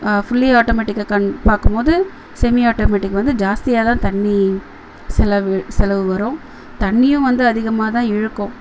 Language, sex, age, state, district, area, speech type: Tamil, female, 30-45, Tamil Nadu, Chennai, urban, spontaneous